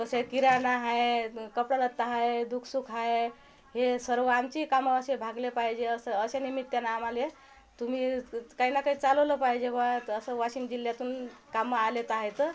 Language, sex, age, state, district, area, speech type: Marathi, female, 45-60, Maharashtra, Washim, rural, spontaneous